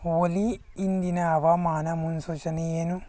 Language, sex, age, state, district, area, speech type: Kannada, male, 45-60, Karnataka, Bangalore Rural, rural, read